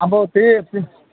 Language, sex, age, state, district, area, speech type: Nepali, male, 30-45, West Bengal, Kalimpong, rural, conversation